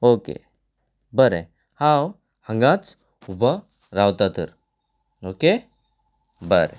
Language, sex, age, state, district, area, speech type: Goan Konkani, male, 30-45, Goa, Canacona, rural, spontaneous